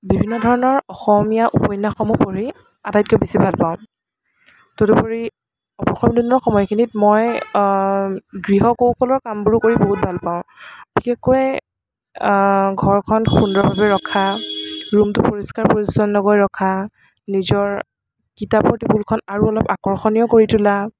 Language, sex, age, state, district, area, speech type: Assamese, female, 18-30, Assam, Kamrup Metropolitan, urban, spontaneous